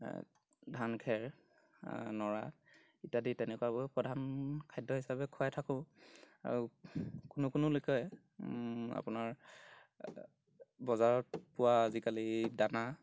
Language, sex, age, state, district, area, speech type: Assamese, male, 18-30, Assam, Golaghat, rural, spontaneous